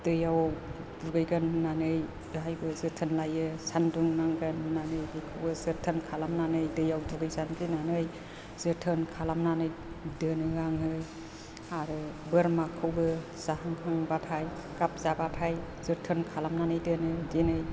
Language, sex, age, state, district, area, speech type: Bodo, female, 60+, Assam, Chirang, rural, spontaneous